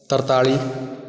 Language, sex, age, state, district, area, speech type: Punjabi, male, 45-60, Punjab, Shaheed Bhagat Singh Nagar, urban, spontaneous